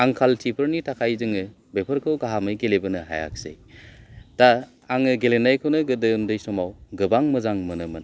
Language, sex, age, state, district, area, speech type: Bodo, male, 30-45, Assam, Kokrajhar, rural, spontaneous